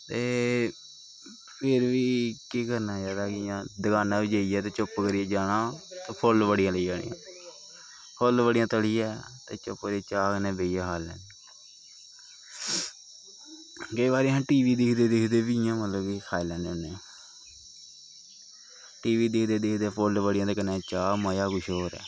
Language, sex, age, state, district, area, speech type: Dogri, male, 18-30, Jammu and Kashmir, Kathua, rural, spontaneous